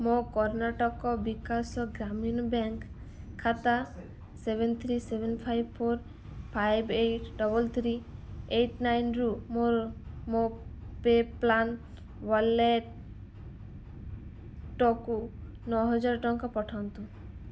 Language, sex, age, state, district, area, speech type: Odia, female, 45-60, Odisha, Malkangiri, urban, read